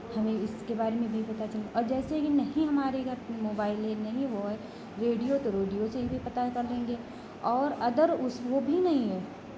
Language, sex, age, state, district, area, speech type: Hindi, female, 30-45, Uttar Pradesh, Lucknow, rural, spontaneous